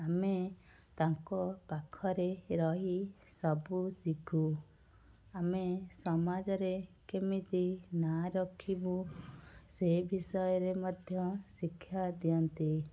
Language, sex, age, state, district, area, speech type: Odia, female, 30-45, Odisha, Cuttack, urban, spontaneous